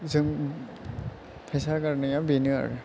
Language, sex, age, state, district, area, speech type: Bodo, male, 18-30, Assam, Chirang, urban, spontaneous